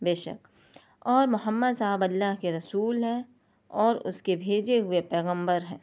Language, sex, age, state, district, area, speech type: Urdu, female, 30-45, Delhi, South Delhi, urban, spontaneous